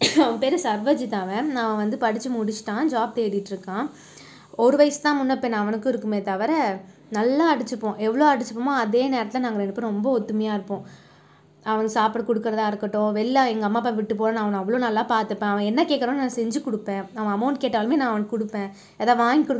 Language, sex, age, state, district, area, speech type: Tamil, female, 30-45, Tamil Nadu, Cuddalore, urban, spontaneous